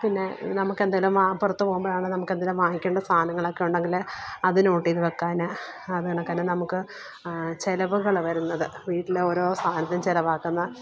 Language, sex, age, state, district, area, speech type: Malayalam, female, 45-60, Kerala, Alappuzha, rural, spontaneous